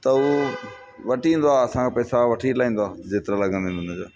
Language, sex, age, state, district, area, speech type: Sindhi, male, 45-60, Rajasthan, Ajmer, urban, spontaneous